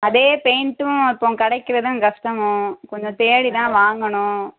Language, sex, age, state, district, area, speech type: Tamil, female, 30-45, Tamil Nadu, Madurai, urban, conversation